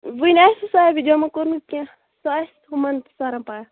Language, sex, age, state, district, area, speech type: Kashmiri, female, 18-30, Jammu and Kashmir, Shopian, rural, conversation